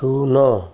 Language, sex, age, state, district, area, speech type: Odia, male, 60+, Odisha, Ganjam, urban, read